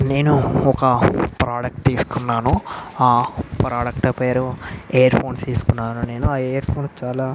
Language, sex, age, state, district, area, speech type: Telugu, male, 30-45, Andhra Pradesh, Visakhapatnam, urban, spontaneous